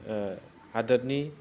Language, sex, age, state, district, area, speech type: Bodo, male, 30-45, Assam, Udalguri, urban, spontaneous